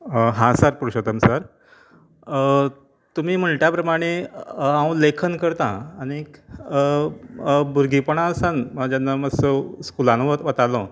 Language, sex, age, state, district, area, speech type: Goan Konkani, male, 45-60, Goa, Canacona, rural, spontaneous